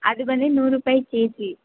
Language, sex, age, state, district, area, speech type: Kannada, female, 18-30, Karnataka, Bangalore Urban, urban, conversation